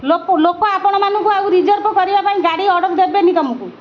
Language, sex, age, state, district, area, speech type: Odia, female, 60+, Odisha, Kendrapara, urban, spontaneous